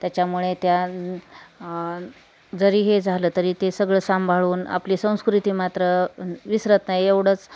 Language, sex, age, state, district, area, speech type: Marathi, female, 30-45, Maharashtra, Osmanabad, rural, spontaneous